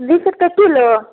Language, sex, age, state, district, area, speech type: Maithili, female, 30-45, Bihar, Samastipur, urban, conversation